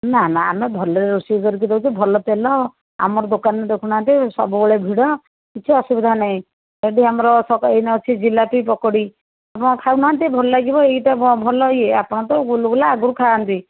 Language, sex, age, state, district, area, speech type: Odia, female, 60+, Odisha, Jajpur, rural, conversation